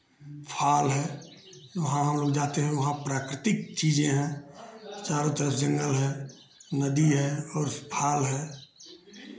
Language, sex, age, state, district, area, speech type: Hindi, male, 60+, Uttar Pradesh, Chandauli, urban, spontaneous